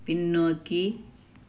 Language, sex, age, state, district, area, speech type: Tamil, female, 60+, Tamil Nadu, Tiruppur, rural, read